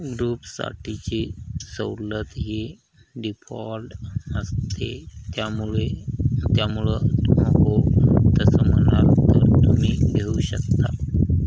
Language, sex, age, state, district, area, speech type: Marathi, male, 30-45, Maharashtra, Hingoli, urban, read